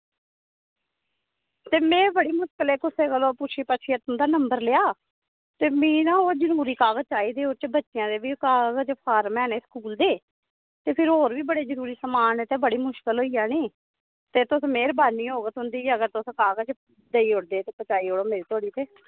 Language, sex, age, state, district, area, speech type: Dogri, female, 30-45, Jammu and Kashmir, Samba, rural, conversation